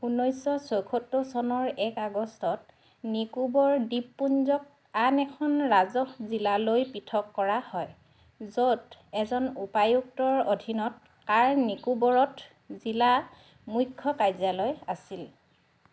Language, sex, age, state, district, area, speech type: Assamese, female, 30-45, Assam, Dhemaji, urban, read